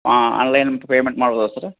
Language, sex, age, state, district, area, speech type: Kannada, male, 45-60, Karnataka, Gadag, rural, conversation